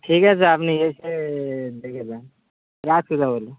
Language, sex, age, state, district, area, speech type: Bengali, male, 18-30, West Bengal, Birbhum, urban, conversation